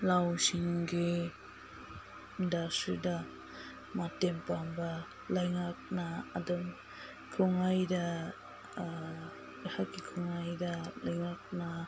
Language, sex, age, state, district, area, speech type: Manipuri, female, 30-45, Manipur, Senapati, rural, spontaneous